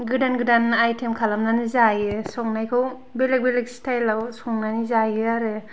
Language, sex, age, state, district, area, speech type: Bodo, female, 18-30, Assam, Kokrajhar, urban, spontaneous